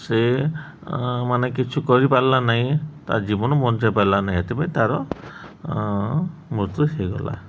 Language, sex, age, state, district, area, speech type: Odia, male, 30-45, Odisha, Subarnapur, urban, spontaneous